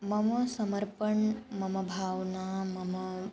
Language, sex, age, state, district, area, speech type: Sanskrit, female, 18-30, Maharashtra, Nagpur, urban, spontaneous